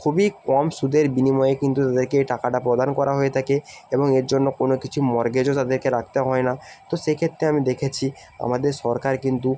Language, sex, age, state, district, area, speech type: Bengali, male, 30-45, West Bengal, Jalpaiguri, rural, spontaneous